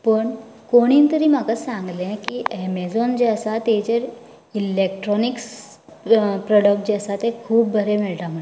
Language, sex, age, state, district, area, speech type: Goan Konkani, female, 18-30, Goa, Canacona, rural, spontaneous